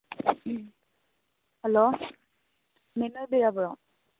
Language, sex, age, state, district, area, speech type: Manipuri, female, 18-30, Manipur, Churachandpur, rural, conversation